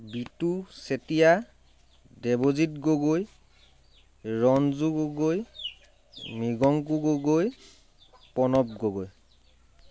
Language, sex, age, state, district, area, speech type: Assamese, male, 30-45, Assam, Sivasagar, urban, spontaneous